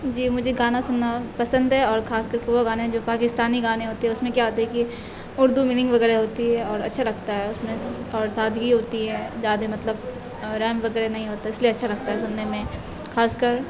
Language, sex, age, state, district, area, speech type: Urdu, female, 18-30, Bihar, Supaul, rural, spontaneous